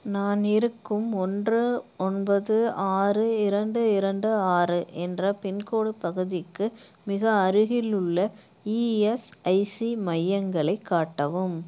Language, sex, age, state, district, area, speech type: Tamil, female, 30-45, Tamil Nadu, Pudukkottai, urban, read